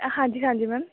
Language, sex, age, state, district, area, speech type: Punjabi, female, 18-30, Punjab, Fatehgarh Sahib, rural, conversation